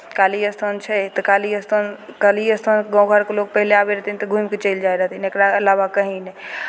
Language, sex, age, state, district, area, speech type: Maithili, female, 18-30, Bihar, Begusarai, urban, spontaneous